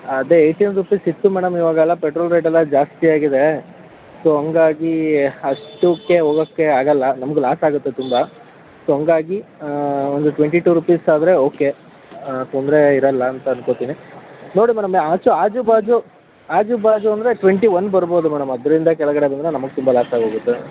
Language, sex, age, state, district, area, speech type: Kannada, male, 18-30, Karnataka, Mandya, rural, conversation